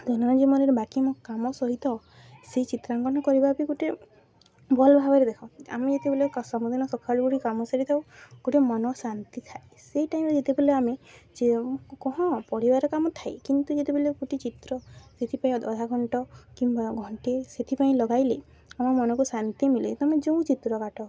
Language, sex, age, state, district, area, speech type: Odia, female, 18-30, Odisha, Subarnapur, urban, spontaneous